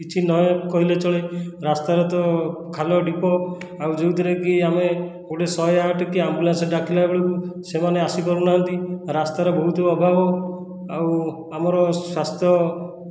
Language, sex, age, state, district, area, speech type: Odia, male, 30-45, Odisha, Khordha, rural, spontaneous